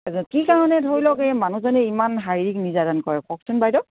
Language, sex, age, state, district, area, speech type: Assamese, female, 60+, Assam, Dibrugarh, rural, conversation